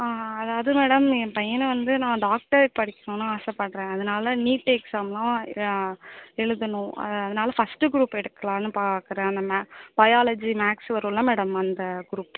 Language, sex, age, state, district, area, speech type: Tamil, female, 18-30, Tamil Nadu, Mayiladuthurai, rural, conversation